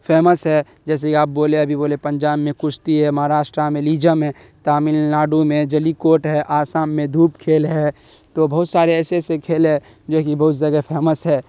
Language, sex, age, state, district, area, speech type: Urdu, male, 18-30, Bihar, Darbhanga, rural, spontaneous